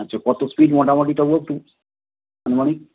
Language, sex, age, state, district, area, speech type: Bengali, male, 30-45, West Bengal, Howrah, urban, conversation